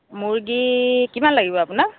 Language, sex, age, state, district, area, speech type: Assamese, female, 60+, Assam, Lakhimpur, urban, conversation